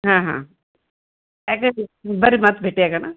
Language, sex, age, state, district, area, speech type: Kannada, female, 45-60, Karnataka, Gulbarga, urban, conversation